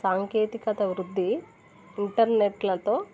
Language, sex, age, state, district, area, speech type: Telugu, female, 30-45, Telangana, Warangal, rural, spontaneous